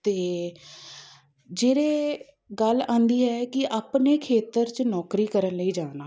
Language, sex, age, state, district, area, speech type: Punjabi, female, 30-45, Punjab, Amritsar, urban, spontaneous